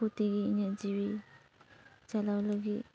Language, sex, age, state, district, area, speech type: Santali, female, 30-45, West Bengal, Paschim Bardhaman, rural, spontaneous